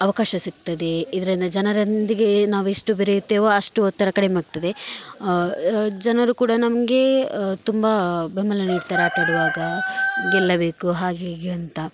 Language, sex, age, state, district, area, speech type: Kannada, female, 18-30, Karnataka, Dakshina Kannada, rural, spontaneous